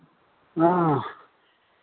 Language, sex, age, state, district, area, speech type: Maithili, male, 60+, Bihar, Madhepura, rural, conversation